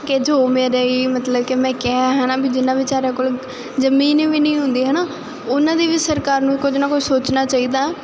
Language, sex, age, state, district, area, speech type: Punjabi, female, 18-30, Punjab, Muktsar, urban, spontaneous